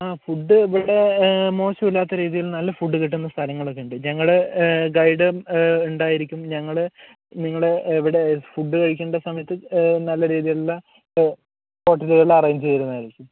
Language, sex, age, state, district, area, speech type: Malayalam, male, 45-60, Kerala, Palakkad, urban, conversation